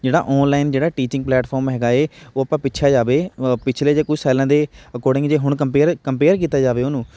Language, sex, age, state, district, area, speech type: Punjabi, male, 60+, Punjab, Shaheed Bhagat Singh Nagar, urban, spontaneous